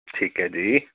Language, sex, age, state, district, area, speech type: Punjabi, male, 30-45, Punjab, Kapurthala, urban, conversation